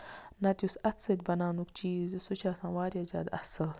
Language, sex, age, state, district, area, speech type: Kashmiri, female, 18-30, Jammu and Kashmir, Baramulla, rural, spontaneous